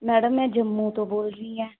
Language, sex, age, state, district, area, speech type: Punjabi, female, 30-45, Punjab, Mansa, urban, conversation